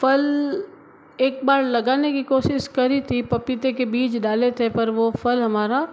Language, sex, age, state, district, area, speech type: Hindi, female, 60+, Rajasthan, Jodhpur, urban, spontaneous